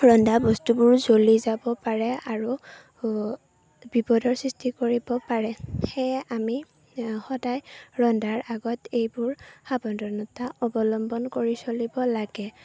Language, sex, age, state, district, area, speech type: Assamese, female, 18-30, Assam, Chirang, rural, spontaneous